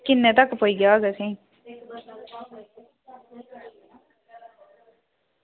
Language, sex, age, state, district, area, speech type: Dogri, female, 18-30, Jammu and Kashmir, Udhampur, rural, conversation